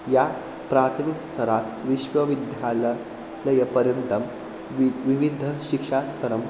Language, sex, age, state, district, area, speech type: Sanskrit, male, 18-30, Maharashtra, Pune, urban, spontaneous